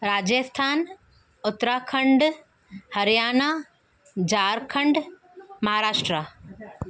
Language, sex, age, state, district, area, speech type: Sindhi, female, 30-45, Maharashtra, Thane, urban, spontaneous